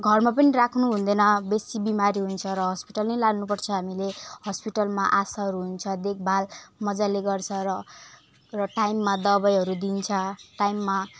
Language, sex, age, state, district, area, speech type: Nepali, female, 18-30, West Bengal, Alipurduar, urban, spontaneous